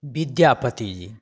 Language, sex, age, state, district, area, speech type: Maithili, male, 45-60, Bihar, Saharsa, rural, spontaneous